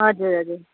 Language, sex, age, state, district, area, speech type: Nepali, female, 18-30, West Bengal, Kalimpong, rural, conversation